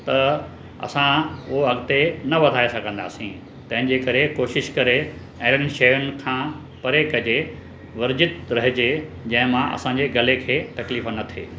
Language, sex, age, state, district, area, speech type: Sindhi, male, 60+, Maharashtra, Mumbai Suburban, urban, spontaneous